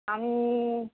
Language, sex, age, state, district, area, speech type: Bengali, female, 60+, West Bengal, Darjeeling, rural, conversation